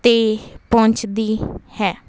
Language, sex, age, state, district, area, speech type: Punjabi, female, 18-30, Punjab, Fazilka, urban, spontaneous